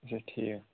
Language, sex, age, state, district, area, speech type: Kashmiri, male, 45-60, Jammu and Kashmir, Bandipora, rural, conversation